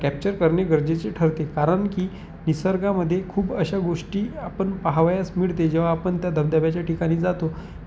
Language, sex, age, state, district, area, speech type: Marathi, male, 18-30, Maharashtra, Amravati, urban, spontaneous